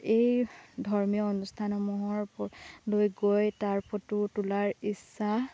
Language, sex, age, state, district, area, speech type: Assamese, female, 18-30, Assam, Lakhimpur, rural, spontaneous